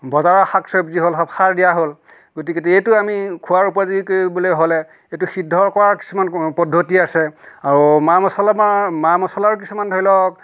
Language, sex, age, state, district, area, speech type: Assamese, male, 60+, Assam, Nagaon, rural, spontaneous